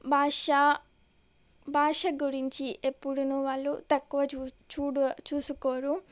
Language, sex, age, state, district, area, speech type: Telugu, female, 18-30, Telangana, Medak, urban, spontaneous